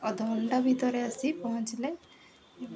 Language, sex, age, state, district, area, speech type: Odia, female, 30-45, Odisha, Jagatsinghpur, rural, spontaneous